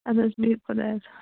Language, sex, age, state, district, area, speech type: Kashmiri, female, 45-60, Jammu and Kashmir, Bandipora, rural, conversation